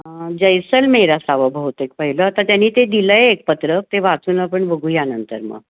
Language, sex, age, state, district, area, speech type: Marathi, female, 60+, Maharashtra, Kolhapur, urban, conversation